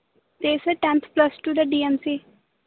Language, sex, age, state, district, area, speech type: Punjabi, female, 18-30, Punjab, Muktsar, urban, conversation